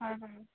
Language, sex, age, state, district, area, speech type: Assamese, female, 30-45, Assam, Charaideo, urban, conversation